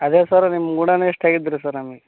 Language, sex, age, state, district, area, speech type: Kannada, male, 30-45, Karnataka, Raichur, rural, conversation